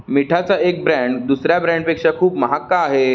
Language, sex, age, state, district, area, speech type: Marathi, male, 18-30, Maharashtra, Sindhudurg, rural, read